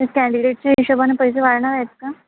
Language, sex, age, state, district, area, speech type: Marathi, female, 18-30, Maharashtra, Nagpur, urban, conversation